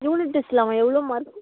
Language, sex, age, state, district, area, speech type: Tamil, female, 18-30, Tamil Nadu, Cuddalore, rural, conversation